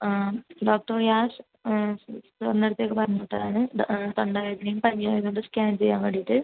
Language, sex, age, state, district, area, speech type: Malayalam, female, 18-30, Kerala, Kasaragod, rural, conversation